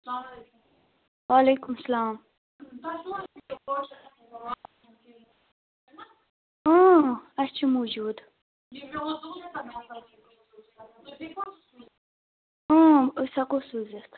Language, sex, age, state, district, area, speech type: Kashmiri, female, 18-30, Jammu and Kashmir, Budgam, rural, conversation